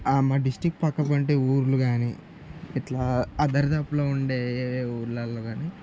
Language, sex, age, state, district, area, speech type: Telugu, male, 18-30, Telangana, Nirmal, rural, spontaneous